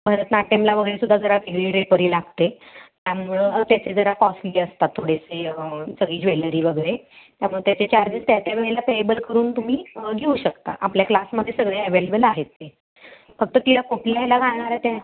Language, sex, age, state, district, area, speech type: Marathi, female, 45-60, Maharashtra, Kolhapur, urban, conversation